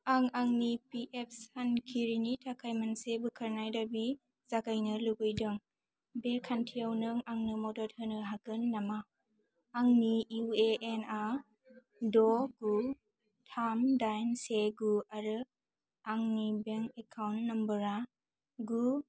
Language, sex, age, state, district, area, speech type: Bodo, female, 18-30, Assam, Kokrajhar, rural, read